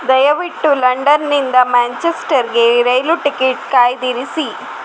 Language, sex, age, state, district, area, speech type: Kannada, female, 30-45, Karnataka, Shimoga, rural, read